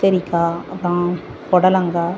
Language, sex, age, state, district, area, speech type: Tamil, female, 30-45, Tamil Nadu, Thoothukudi, urban, spontaneous